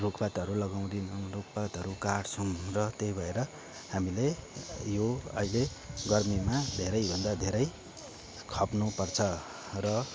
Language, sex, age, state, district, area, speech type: Nepali, male, 30-45, West Bengal, Darjeeling, rural, spontaneous